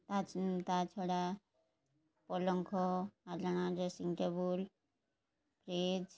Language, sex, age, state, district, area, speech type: Odia, female, 30-45, Odisha, Mayurbhanj, rural, spontaneous